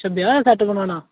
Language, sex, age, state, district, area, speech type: Dogri, male, 18-30, Jammu and Kashmir, Reasi, rural, conversation